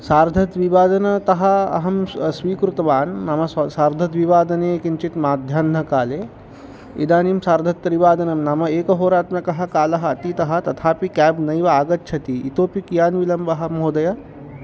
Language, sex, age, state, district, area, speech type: Sanskrit, male, 18-30, Maharashtra, Chandrapur, urban, spontaneous